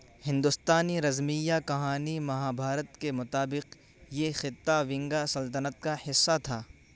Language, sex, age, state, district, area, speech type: Urdu, male, 18-30, Uttar Pradesh, Saharanpur, urban, read